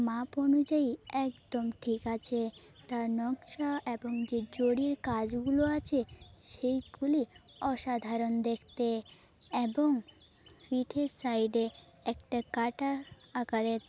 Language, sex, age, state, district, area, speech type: Bengali, female, 18-30, West Bengal, Jhargram, rural, spontaneous